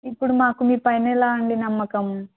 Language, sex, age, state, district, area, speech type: Telugu, female, 18-30, Telangana, Kamareddy, urban, conversation